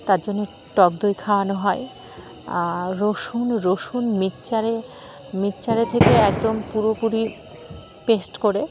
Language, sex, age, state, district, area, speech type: Bengali, female, 18-30, West Bengal, Dakshin Dinajpur, urban, spontaneous